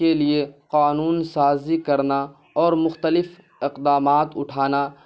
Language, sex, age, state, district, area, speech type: Urdu, male, 18-30, Bihar, Purnia, rural, spontaneous